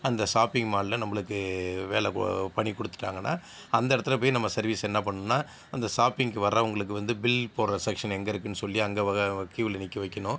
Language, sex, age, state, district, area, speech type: Tamil, male, 60+, Tamil Nadu, Sivaganga, urban, spontaneous